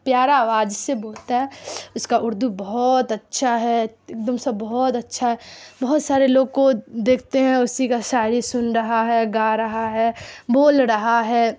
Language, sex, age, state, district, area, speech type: Urdu, female, 18-30, Bihar, Darbhanga, rural, spontaneous